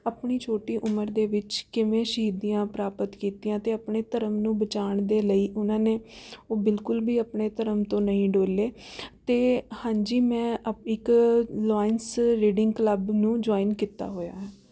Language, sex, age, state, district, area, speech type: Punjabi, female, 30-45, Punjab, Rupnagar, urban, spontaneous